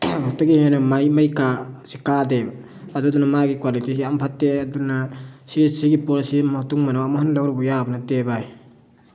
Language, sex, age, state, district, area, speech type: Manipuri, male, 30-45, Manipur, Thoubal, rural, spontaneous